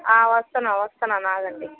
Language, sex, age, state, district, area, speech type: Telugu, female, 18-30, Andhra Pradesh, Guntur, rural, conversation